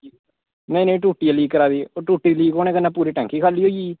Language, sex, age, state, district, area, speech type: Dogri, male, 18-30, Jammu and Kashmir, Kathua, rural, conversation